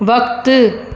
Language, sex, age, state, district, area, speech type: Sindhi, female, 30-45, Gujarat, Surat, urban, read